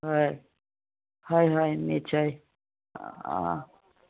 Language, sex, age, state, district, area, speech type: Assamese, female, 60+, Assam, Udalguri, rural, conversation